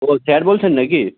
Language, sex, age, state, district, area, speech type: Bengali, male, 18-30, West Bengal, Malda, rural, conversation